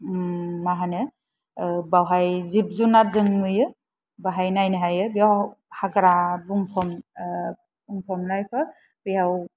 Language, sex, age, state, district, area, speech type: Bodo, female, 30-45, Assam, Kokrajhar, rural, spontaneous